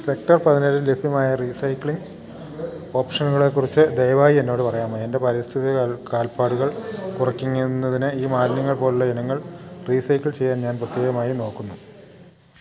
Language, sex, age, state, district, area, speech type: Malayalam, male, 45-60, Kerala, Idukki, rural, read